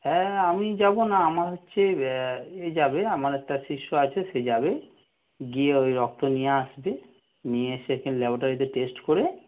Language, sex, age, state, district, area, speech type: Bengali, male, 45-60, West Bengal, North 24 Parganas, urban, conversation